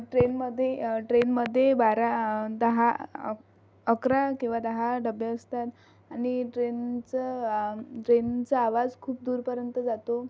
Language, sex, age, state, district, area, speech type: Marathi, female, 45-60, Maharashtra, Amravati, rural, spontaneous